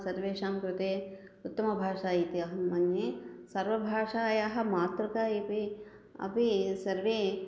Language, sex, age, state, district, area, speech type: Sanskrit, female, 60+, Andhra Pradesh, Krishna, urban, spontaneous